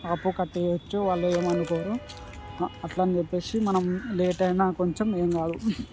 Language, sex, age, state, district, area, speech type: Telugu, male, 18-30, Telangana, Ranga Reddy, rural, spontaneous